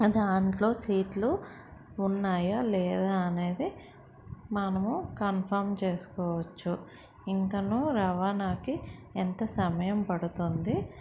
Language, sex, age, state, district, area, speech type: Telugu, female, 30-45, Andhra Pradesh, Vizianagaram, urban, spontaneous